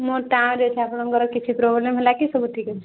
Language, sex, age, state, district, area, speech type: Odia, female, 18-30, Odisha, Subarnapur, urban, conversation